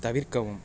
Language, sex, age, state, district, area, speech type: Tamil, male, 18-30, Tamil Nadu, Pudukkottai, rural, read